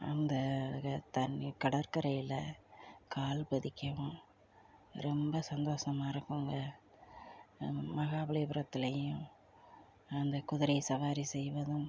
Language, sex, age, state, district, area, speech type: Tamil, female, 45-60, Tamil Nadu, Perambalur, rural, spontaneous